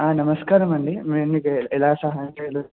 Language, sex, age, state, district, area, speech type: Telugu, male, 18-30, Telangana, Mahabubabad, urban, conversation